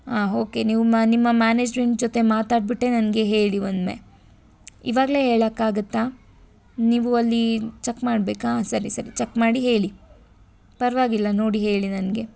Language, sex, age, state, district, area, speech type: Kannada, female, 18-30, Karnataka, Tumkur, urban, spontaneous